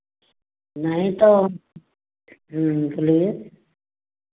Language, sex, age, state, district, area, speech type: Hindi, female, 60+, Uttar Pradesh, Varanasi, rural, conversation